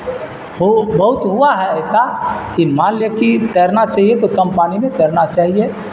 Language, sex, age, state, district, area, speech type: Urdu, male, 60+, Bihar, Supaul, rural, spontaneous